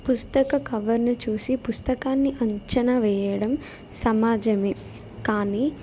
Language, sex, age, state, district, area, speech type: Telugu, female, 18-30, Telangana, Jangaon, rural, spontaneous